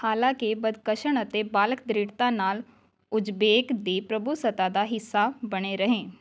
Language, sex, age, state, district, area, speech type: Punjabi, female, 18-30, Punjab, Amritsar, urban, read